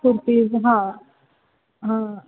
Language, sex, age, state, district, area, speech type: Marathi, female, 18-30, Maharashtra, Sangli, rural, conversation